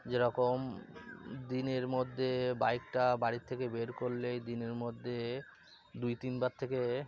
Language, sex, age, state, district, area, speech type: Bengali, male, 30-45, West Bengal, Cooch Behar, urban, spontaneous